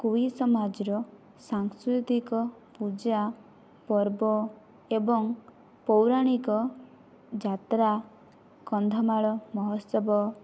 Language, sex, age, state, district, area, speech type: Odia, female, 18-30, Odisha, Kandhamal, rural, spontaneous